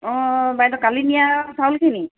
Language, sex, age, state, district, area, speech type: Assamese, female, 45-60, Assam, Charaideo, urban, conversation